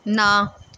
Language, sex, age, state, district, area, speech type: Punjabi, female, 30-45, Punjab, Pathankot, rural, read